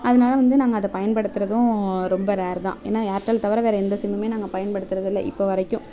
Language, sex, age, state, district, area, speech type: Tamil, female, 18-30, Tamil Nadu, Mayiladuthurai, rural, spontaneous